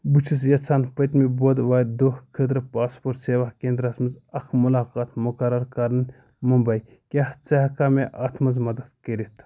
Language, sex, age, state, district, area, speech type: Kashmiri, male, 18-30, Jammu and Kashmir, Ganderbal, rural, read